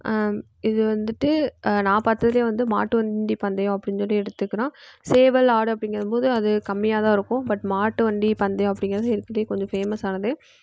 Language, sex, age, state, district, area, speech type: Tamil, female, 18-30, Tamil Nadu, Erode, rural, spontaneous